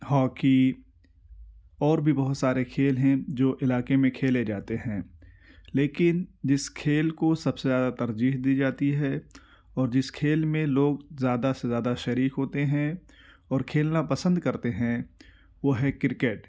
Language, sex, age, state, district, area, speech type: Urdu, male, 18-30, Uttar Pradesh, Ghaziabad, urban, spontaneous